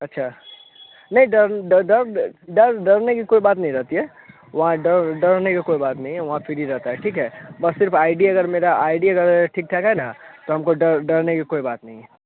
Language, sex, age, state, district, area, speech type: Hindi, male, 18-30, Bihar, Vaishali, rural, conversation